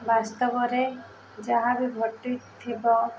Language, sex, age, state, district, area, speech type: Odia, female, 18-30, Odisha, Sundergarh, urban, spontaneous